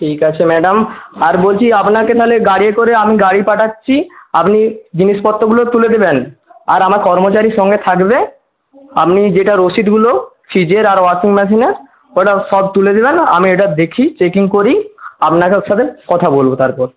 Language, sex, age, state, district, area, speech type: Bengali, male, 18-30, West Bengal, Jhargram, rural, conversation